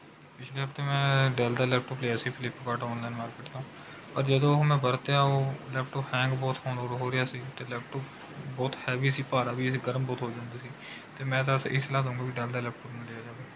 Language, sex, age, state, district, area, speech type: Punjabi, male, 18-30, Punjab, Rupnagar, rural, spontaneous